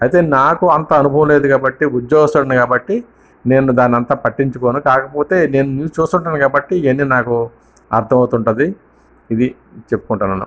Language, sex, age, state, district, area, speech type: Telugu, male, 60+, Andhra Pradesh, Visakhapatnam, urban, spontaneous